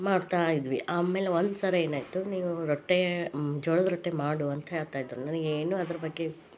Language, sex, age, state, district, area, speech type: Kannada, female, 45-60, Karnataka, Koppal, rural, spontaneous